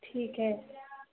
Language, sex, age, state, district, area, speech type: Marathi, female, 30-45, Maharashtra, Wardha, rural, conversation